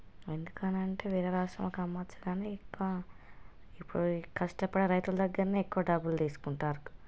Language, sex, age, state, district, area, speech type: Telugu, female, 30-45, Telangana, Hanamkonda, rural, spontaneous